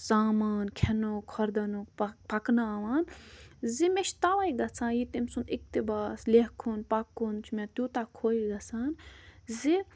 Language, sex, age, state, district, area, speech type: Kashmiri, female, 18-30, Jammu and Kashmir, Budgam, rural, spontaneous